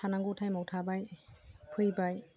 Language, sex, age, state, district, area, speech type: Bodo, female, 45-60, Assam, Kokrajhar, urban, spontaneous